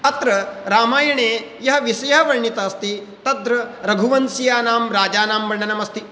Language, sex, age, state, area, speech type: Sanskrit, male, 30-45, Rajasthan, urban, spontaneous